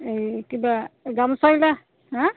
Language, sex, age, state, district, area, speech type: Assamese, female, 45-60, Assam, Goalpara, urban, conversation